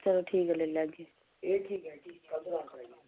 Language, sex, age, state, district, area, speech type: Dogri, female, 45-60, Jammu and Kashmir, Samba, urban, conversation